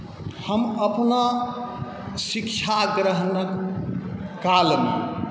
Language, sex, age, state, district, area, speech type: Maithili, male, 45-60, Bihar, Saharsa, rural, spontaneous